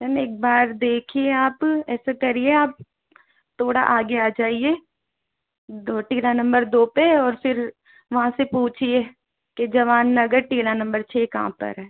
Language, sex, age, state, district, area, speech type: Hindi, female, 18-30, Rajasthan, Jaipur, urban, conversation